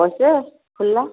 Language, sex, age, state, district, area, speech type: Hindi, female, 45-60, Bihar, Madhepura, rural, conversation